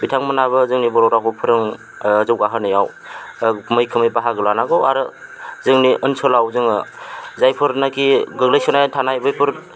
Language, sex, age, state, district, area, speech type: Bodo, male, 30-45, Assam, Chirang, rural, spontaneous